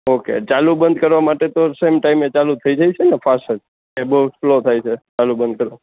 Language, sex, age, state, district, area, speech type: Gujarati, male, 18-30, Gujarat, Junagadh, urban, conversation